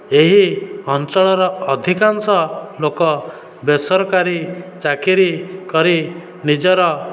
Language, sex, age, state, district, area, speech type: Odia, male, 30-45, Odisha, Dhenkanal, rural, spontaneous